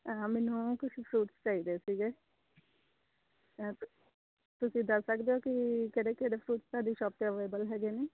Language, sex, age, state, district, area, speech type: Punjabi, female, 30-45, Punjab, Shaheed Bhagat Singh Nagar, urban, conversation